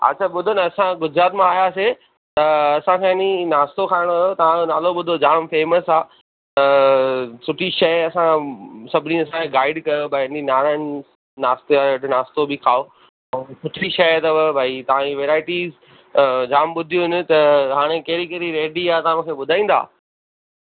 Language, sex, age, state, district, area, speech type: Sindhi, male, 30-45, Maharashtra, Thane, urban, conversation